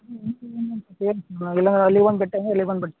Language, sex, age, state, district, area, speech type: Kannada, male, 30-45, Karnataka, Raichur, rural, conversation